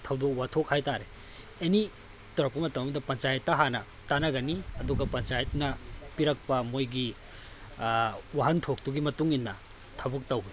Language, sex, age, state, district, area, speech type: Manipuri, male, 30-45, Manipur, Tengnoupal, rural, spontaneous